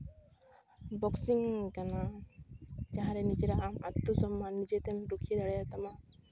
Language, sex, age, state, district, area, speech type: Santali, female, 18-30, West Bengal, Jhargram, rural, spontaneous